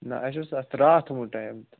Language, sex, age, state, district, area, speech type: Kashmiri, male, 45-60, Jammu and Kashmir, Bandipora, rural, conversation